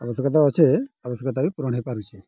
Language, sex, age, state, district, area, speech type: Odia, female, 30-45, Odisha, Balangir, urban, spontaneous